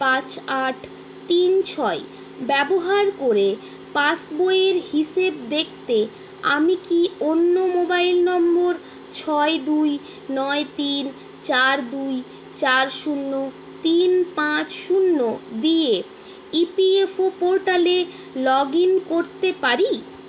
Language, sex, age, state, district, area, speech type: Bengali, female, 18-30, West Bengal, Purulia, urban, read